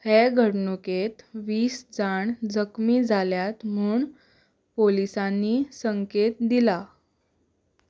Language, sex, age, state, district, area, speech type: Goan Konkani, female, 18-30, Goa, Canacona, rural, read